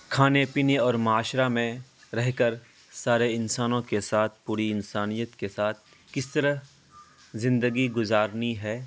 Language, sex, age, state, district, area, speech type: Urdu, male, 18-30, Bihar, Araria, rural, spontaneous